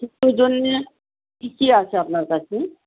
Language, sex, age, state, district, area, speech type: Bengali, female, 60+, West Bengal, South 24 Parganas, rural, conversation